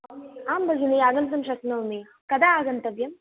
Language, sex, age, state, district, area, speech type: Sanskrit, female, 18-30, Karnataka, Bagalkot, urban, conversation